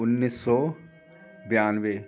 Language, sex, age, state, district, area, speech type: Hindi, male, 45-60, Madhya Pradesh, Gwalior, urban, spontaneous